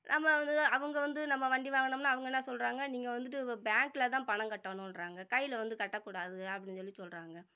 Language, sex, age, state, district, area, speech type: Tamil, female, 45-60, Tamil Nadu, Madurai, urban, spontaneous